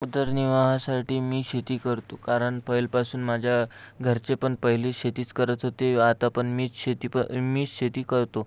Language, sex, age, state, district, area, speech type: Marathi, male, 30-45, Maharashtra, Amravati, rural, spontaneous